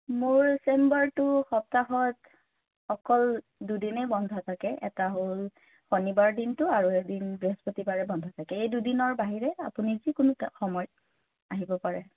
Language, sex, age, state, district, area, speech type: Assamese, female, 30-45, Assam, Sonitpur, rural, conversation